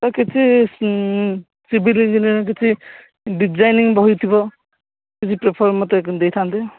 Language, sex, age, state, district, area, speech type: Odia, male, 18-30, Odisha, Jagatsinghpur, rural, conversation